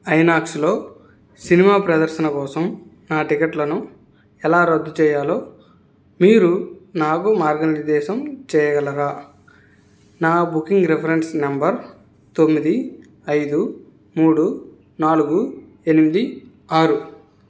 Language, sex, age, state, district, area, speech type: Telugu, male, 18-30, Andhra Pradesh, N T Rama Rao, urban, read